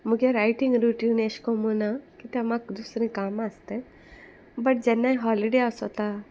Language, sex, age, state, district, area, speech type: Goan Konkani, female, 18-30, Goa, Salcete, rural, spontaneous